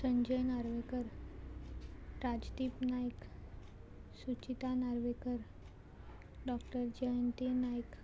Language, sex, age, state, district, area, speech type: Goan Konkani, female, 18-30, Goa, Murmgao, urban, spontaneous